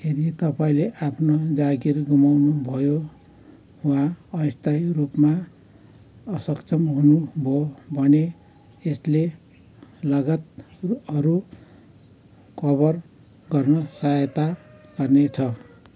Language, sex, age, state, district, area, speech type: Nepali, male, 60+, West Bengal, Kalimpong, rural, read